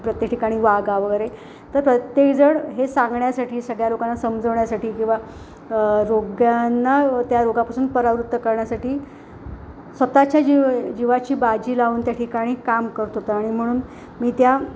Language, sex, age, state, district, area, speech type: Marathi, female, 45-60, Maharashtra, Ratnagiri, rural, spontaneous